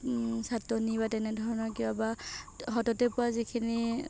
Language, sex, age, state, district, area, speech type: Assamese, female, 18-30, Assam, Nagaon, rural, spontaneous